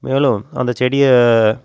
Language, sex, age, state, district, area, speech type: Tamil, male, 30-45, Tamil Nadu, Coimbatore, rural, spontaneous